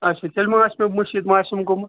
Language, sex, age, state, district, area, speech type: Kashmiri, male, 45-60, Jammu and Kashmir, Srinagar, urban, conversation